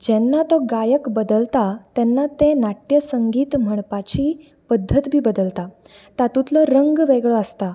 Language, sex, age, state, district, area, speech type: Goan Konkani, female, 18-30, Goa, Canacona, urban, spontaneous